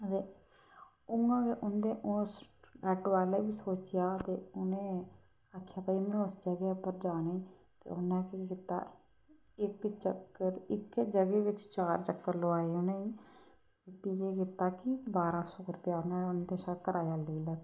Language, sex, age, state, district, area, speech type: Dogri, female, 30-45, Jammu and Kashmir, Reasi, rural, spontaneous